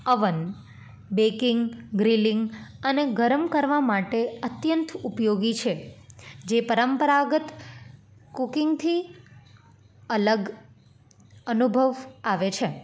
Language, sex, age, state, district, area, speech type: Gujarati, female, 18-30, Gujarat, Anand, urban, spontaneous